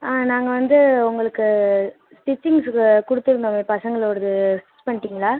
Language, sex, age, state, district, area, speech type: Tamil, male, 18-30, Tamil Nadu, Sivaganga, rural, conversation